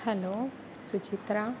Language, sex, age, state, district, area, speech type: Telugu, female, 18-30, Andhra Pradesh, Kurnool, rural, spontaneous